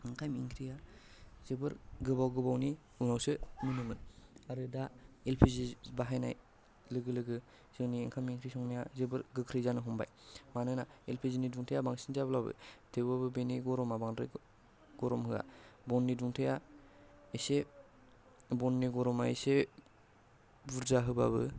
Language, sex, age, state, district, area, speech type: Bodo, male, 18-30, Assam, Kokrajhar, rural, spontaneous